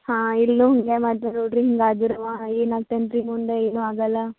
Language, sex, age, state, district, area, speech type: Kannada, female, 18-30, Karnataka, Gulbarga, rural, conversation